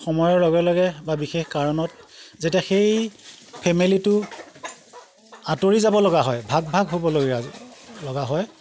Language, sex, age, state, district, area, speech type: Assamese, male, 60+, Assam, Golaghat, urban, spontaneous